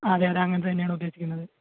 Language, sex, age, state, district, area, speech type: Malayalam, male, 18-30, Kerala, Palakkad, rural, conversation